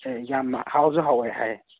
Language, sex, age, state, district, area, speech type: Manipuri, male, 30-45, Manipur, Imphal East, rural, conversation